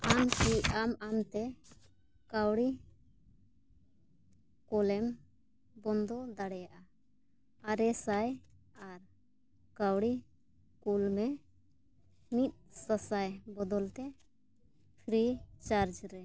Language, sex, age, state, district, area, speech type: Santali, female, 30-45, Jharkhand, Bokaro, rural, read